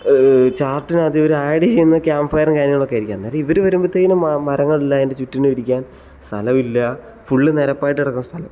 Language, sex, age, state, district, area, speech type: Malayalam, male, 18-30, Kerala, Kottayam, rural, spontaneous